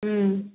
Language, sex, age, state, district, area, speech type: Tamil, female, 60+, Tamil Nadu, Dharmapuri, urban, conversation